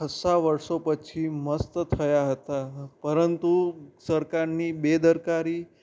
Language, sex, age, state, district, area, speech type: Gujarati, male, 18-30, Gujarat, Anand, rural, spontaneous